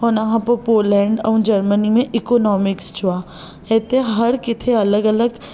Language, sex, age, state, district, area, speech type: Sindhi, female, 18-30, Maharashtra, Thane, urban, spontaneous